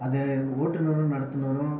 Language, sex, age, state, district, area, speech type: Tamil, male, 18-30, Tamil Nadu, Viluppuram, rural, spontaneous